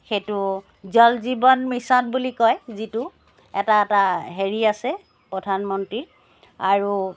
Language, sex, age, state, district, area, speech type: Assamese, female, 45-60, Assam, Charaideo, urban, spontaneous